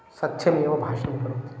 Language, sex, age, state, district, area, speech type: Sanskrit, male, 30-45, Telangana, Ranga Reddy, urban, spontaneous